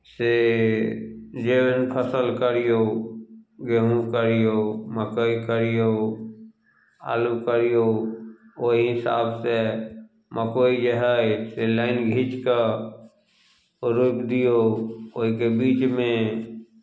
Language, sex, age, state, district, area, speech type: Maithili, male, 45-60, Bihar, Samastipur, urban, spontaneous